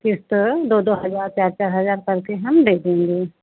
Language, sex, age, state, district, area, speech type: Hindi, female, 60+, Uttar Pradesh, Pratapgarh, rural, conversation